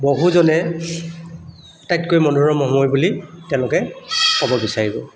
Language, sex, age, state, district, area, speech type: Assamese, male, 60+, Assam, Charaideo, urban, spontaneous